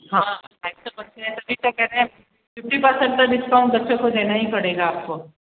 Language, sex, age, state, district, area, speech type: Hindi, female, 60+, Rajasthan, Jodhpur, urban, conversation